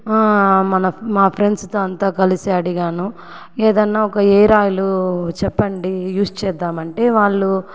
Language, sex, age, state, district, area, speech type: Telugu, female, 45-60, Andhra Pradesh, Sri Balaji, urban, spontaneous